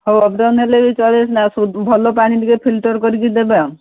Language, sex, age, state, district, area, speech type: Odia, female, 60+, Odisha, Gajapati, rural, conversation